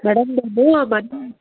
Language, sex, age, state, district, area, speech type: Kannada, female, 45-60, Karnataka, Bangalore Urban, urban, conversation